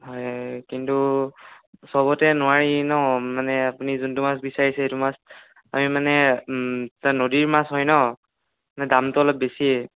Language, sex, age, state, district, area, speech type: Assamese, male, 18-30, Assam, Sonitpur, rural, conversation